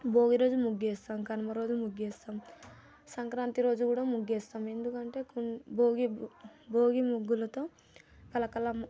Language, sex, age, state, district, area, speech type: Telugu, female, 18-30, Telangana, Nalgonda, rural, spontaneous